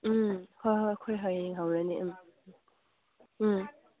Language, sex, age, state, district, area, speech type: Manipuri, female, 45-60, Manipur, Kangpokpi, rural, conversation